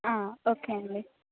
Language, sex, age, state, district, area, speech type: Telugu, female, 18-30, Telangana, Adilabad, urban, conversation